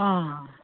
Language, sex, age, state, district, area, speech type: Nepali, female, 45-60, West Bengal, Darjeeling, rural, conversation